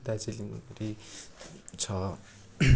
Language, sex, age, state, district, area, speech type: Nepali, male, 18-30, West Bengal, Darjeeling, rural, spontaneous